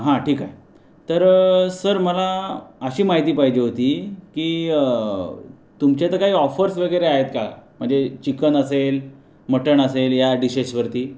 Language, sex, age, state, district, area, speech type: Marathi, male, 30-45, Maharashtra, Raigad, rural, spontaneous